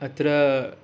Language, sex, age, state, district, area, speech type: Sanskrit, male, 18-30, Karnataka, Mysore, urban, spontaneous